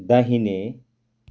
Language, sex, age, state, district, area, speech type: Nepali, male, 60+, West Bengal, Darjeeling, rural, read